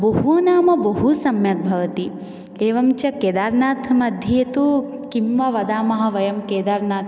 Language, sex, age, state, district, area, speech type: Sanskrit, female, 18-30, Odisha, Ganjam, urban, spontaneous